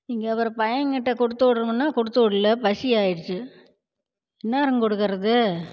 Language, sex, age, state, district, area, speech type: Tamil, female, 60+, Tamil Nadu, Namakkal, rural, spontaneous